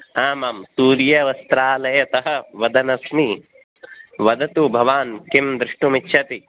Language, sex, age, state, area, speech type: Sanskrit, male, 18-30, Rajasthan, urban, conversation